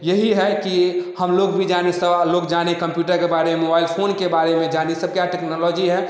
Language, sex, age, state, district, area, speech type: Hindi, male, 18-30, Bihar, Samastipur, rural, spontaneous